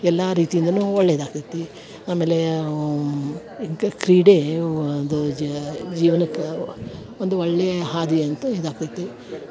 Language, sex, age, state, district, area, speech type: Kannada, female, 60+, Karnataka, Dharwad, rural, spontaneous